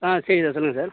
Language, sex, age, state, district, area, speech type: Tamil, male, 60+, Tamil Nadu, Mayiladuthurai, rural, conversation